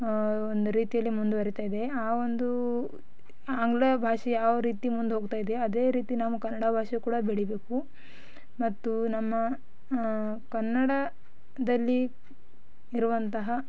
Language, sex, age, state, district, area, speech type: Kannada, female, 18-30, Karnataka, Bidar, rural, spontaneous